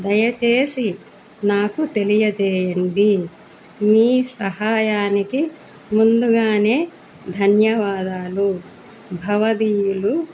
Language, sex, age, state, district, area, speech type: Telugu, female, 60+, Andhra Pradesh, Annamaya, urban, spontaneous